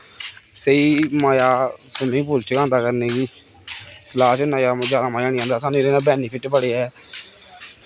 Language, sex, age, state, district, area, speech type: Dogri, male, 18-30, Jammu and Kashmir, Kathua, rural, spontaneous